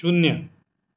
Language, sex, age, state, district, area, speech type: Marathi, male, 30-45, Maharashtra, Raigad, rural, read